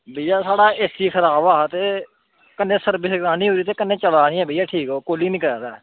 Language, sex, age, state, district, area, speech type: Dogri, male, 18-30, Jammu and Kashmir, Kathua, rural, conversation